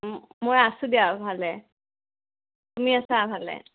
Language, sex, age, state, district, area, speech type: Assamese, female, 18-30, Assam, Udalguri, rural, conversation